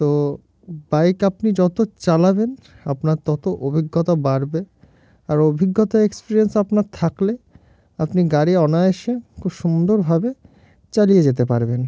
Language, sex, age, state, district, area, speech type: Bengali, male, 30-45, West Bengal, Murshidabad, urban, spontaneous